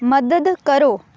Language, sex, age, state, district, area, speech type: Punjabi, female, 18-30, Punjab, Amritsar, urban, read